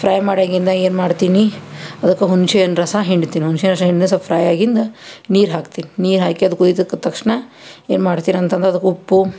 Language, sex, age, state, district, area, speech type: Kannada, female, 30-45, Karnataka, Koppal, rural, spontaneous